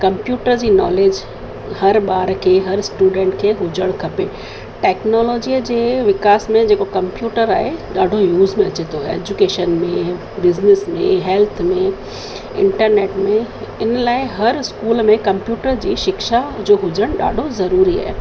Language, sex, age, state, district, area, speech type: Sindhi, female, 45-60, Gujarat, Kutch, rural, spontaneous